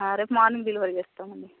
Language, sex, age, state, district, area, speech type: Telugu, female, 30-45, Telangana, Warangal, rural, conversation